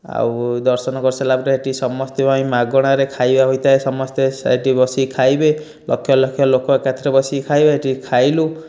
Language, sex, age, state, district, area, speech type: Odia, male, 18-30, Odisha, Dhenkanal, rural, spontaneous